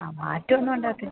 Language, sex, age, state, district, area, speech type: Malayalam, female, 18-30, Kerala, Kottayam, rural, conversation